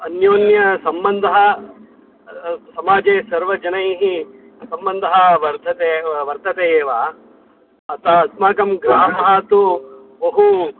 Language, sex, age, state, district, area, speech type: Sanskrit, male, 30-45, Karnataka, Shimoga, rural, conversation